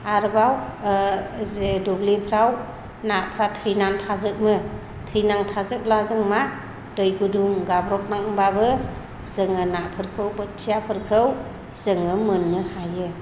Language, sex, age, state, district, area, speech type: Bodo, female, 45-60, Assam, Chirang, rural, spontaneous